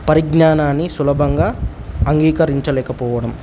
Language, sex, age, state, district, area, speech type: Telugu, male, 18-30, Telangana, Nagarkurnool, rural, spontaneous